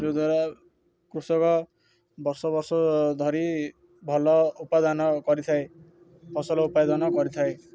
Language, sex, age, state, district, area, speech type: Odia, male, 18-30, Odisha, Ganjam, urban, spontaneous